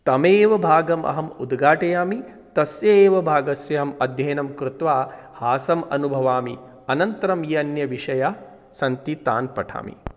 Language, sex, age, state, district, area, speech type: Sanskrit, male, 45-60, Rajasthan, Jaipur, urban, spontaneous